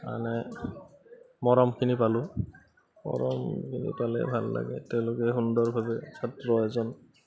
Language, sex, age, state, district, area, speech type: Assamese, male, 30-45, Assam, Goalpara, urban, spontaneous